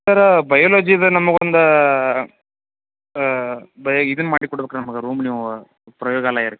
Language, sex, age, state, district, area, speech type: Kannada, male, 30-45, Karnataka, Belgaum, rural, conversation